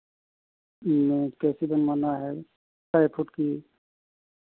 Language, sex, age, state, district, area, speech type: Hindi, male, 60+, Uttar Pradesh, Sitapur, rural, conversation